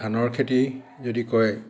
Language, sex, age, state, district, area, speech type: Assamese, male, 60+, Assam, Dhemaji, urban, spontaneous